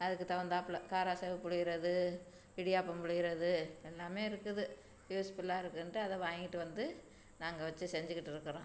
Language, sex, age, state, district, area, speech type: Tamil, female, 45-60, Tamil Nadu, Tiruchirappalli, rural, spontaneous